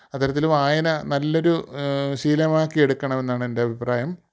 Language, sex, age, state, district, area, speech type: Malayalam, male, 45-60, Kerala, Thiruvananthapuram, urban, spontaneous